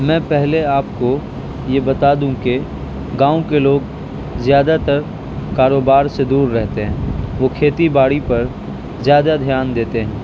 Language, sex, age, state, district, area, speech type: Urdu, male, 18-30, Bihar, Purnia, rural, spontaneous